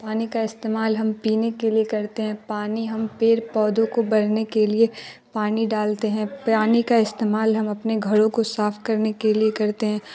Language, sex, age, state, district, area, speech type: Urdu, female, 30-45, Bihar, Darbhanga, rural, spontaneous